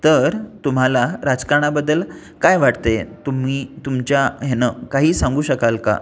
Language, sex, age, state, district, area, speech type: Marathi, female, 60+, Maharashtra, Pune, urban, spontaneous